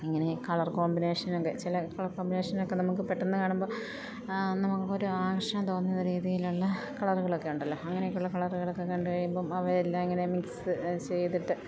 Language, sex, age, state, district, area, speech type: Malayalam, female, 30-45, Kerala, Idukki, rural, spontaneous